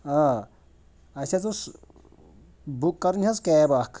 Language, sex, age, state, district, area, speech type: Kashmiri, male, 30-45, Jammu and Kashmir, Shopian, rural, spontaneous